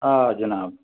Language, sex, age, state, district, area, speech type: Kashmiri, male, 45-60, Jammu and Kashmir, Srinagar, urban, conversation